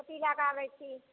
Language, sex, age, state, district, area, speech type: Maithili, female, 45-60, Bihar, Darbhanga, rural, conversation